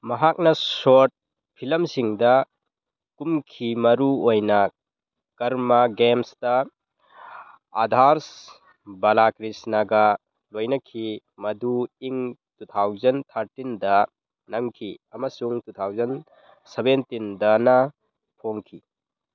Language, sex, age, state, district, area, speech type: Manipuri, male, 18-30, Manipur, Churachandpur, rural, read